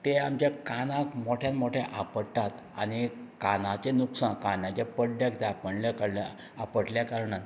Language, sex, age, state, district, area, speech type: Goan Konkani, male, 60+, Goa, Canacona, rural, spontaneous